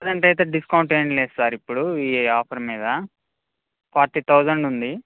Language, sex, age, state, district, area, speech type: Telugu, male, 18-30, Telangana, Khammam, urban, conversation